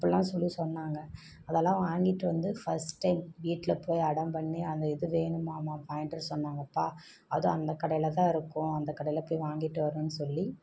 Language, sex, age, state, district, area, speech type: Tamil, female, 30-45, Tamil Nadu, Namakkal, rural, spontaneous